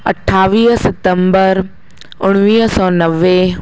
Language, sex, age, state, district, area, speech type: Sindhi, female, 45-60, Madhya Pradesh, Katni, urban, spontaneous